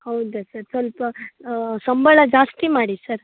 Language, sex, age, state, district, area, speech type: Kannada, female, 18-30, Karnataka, Uttara Kannada, rural, conversation